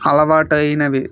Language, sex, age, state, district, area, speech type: Telugu, male, 30-45, Andhra Pradesh, Vizianagaram, rural, spontaneous